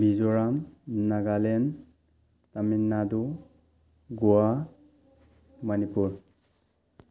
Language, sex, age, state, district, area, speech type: Manipuri, male, 18-30, Manipur, Thoubal, rural, spontaneous